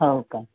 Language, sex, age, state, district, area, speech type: Marathi, female, 30-45, Maharashtra, Nagpur, rural, conversation